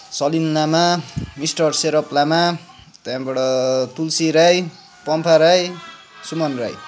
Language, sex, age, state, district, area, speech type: Nepali, male, 30-45, West Bengal, Kalimpong, rural, spontaneous